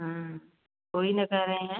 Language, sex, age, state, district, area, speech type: Hindi, female, 30-45, Uttar Pradesh, Varanasi, rural, conversation